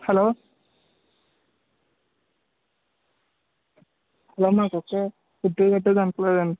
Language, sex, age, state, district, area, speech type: Telugu, male, 18-30, Andhra Pradesh, Anakapalli, rural, conversation